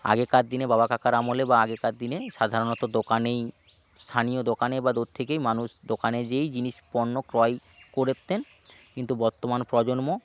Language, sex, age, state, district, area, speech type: Bengali, male, 30-45, West Bengal, Hooghly, rural, spontaneous